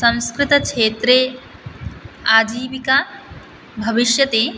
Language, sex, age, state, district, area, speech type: Sanskrit, female, 18-30, Assam, Biswanath, rural, spontaneous